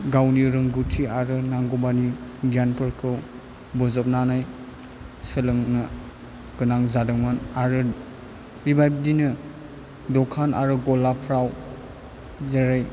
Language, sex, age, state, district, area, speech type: Bodo, male, 18-30, Assam, Chirang, urban, spontaneous